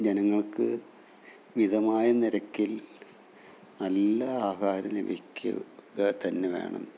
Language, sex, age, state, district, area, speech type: Malayalam, male, 45-60, Kerala, Thiruvananthapuram, rural, spontaneous